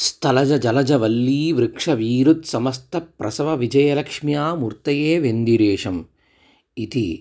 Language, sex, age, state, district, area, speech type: Sanskrit, male, 45-60, Tamil Nadu, Coimbatore, urban, spontaneous